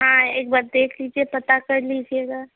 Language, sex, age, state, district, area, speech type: Hindi, female, 18-30, Uttar Pradesh, Chandauli, urban, conversation